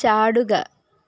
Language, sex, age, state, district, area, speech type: Malayalam, female, 18-30, Kerala, Kollam, rural, read